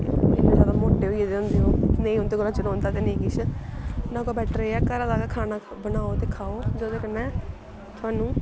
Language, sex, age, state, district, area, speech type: Dogri, female, 18-30, Jammu and Kashmir, Samba, rural, spontaneous